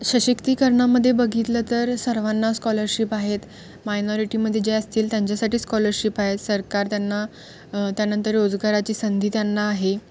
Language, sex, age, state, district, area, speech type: Marathi, female, 18-30, Maharashtra, Kolhapur, urban, spontaneous